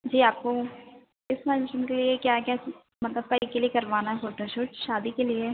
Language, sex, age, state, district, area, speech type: Hindi, female, 30-45, Madhya Pradesh, Harda, urban, conversation